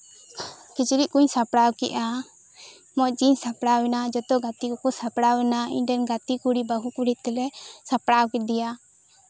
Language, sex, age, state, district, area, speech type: Santali, female, 18-30, West Bengal, Birbhum, rural, spontaneous